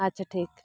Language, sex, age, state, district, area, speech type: Santali, female, 45-60, Jharkhand, Bokaro, rural, spontaneous